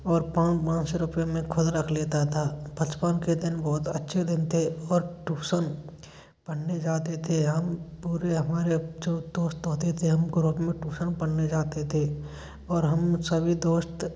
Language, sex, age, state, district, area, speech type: Hindi, male, 18-30, Rajasthan, Bharatpur, rural, spontaneous